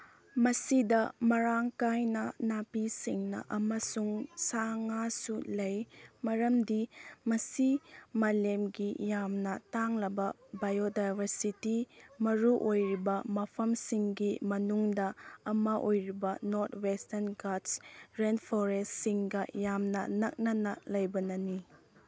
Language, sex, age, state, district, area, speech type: Manipuri, female, 18-30, Manipur, Chandel, rural, read